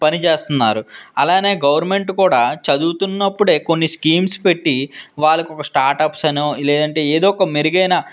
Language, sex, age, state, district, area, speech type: Telugu, male, 18-30, Andhra Pradesh, Vizianagaram, urban, spontaneous